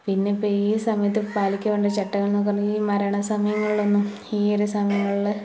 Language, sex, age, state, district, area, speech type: Malayalam, female, 18-30, Kerala, Malappuram, rural, spontaneous